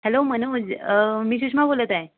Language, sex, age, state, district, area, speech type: Marathi, female, 18-30, Maharashtra, Gondia, rural, conversation